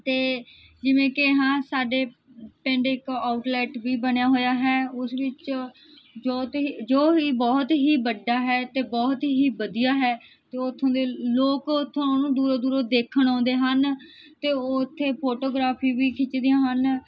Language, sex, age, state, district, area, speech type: Punjabi, female, 18-30, Punjab, Barnala, rural, spontaneous